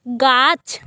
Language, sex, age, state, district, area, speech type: Bengali, female, 45-60, West Bengal, Jhargram, rural, read